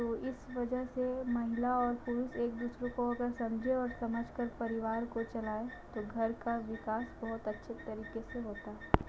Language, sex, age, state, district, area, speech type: Hindi, female, 30-45, Uttar Pradesh, Sonbhadra, rural, spontaneous